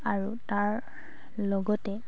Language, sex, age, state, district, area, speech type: Assamese, female, 18-30, Assam, Sivasagar, rural, spontaneous